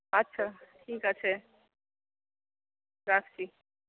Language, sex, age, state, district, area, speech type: Bengali, female, 45-60, West Bengal, Bankura, rural, conversation